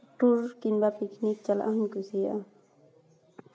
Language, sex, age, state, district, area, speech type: Santali, female, 18-30, West Bengal, Paschim Bardhaman, urban, spontaneous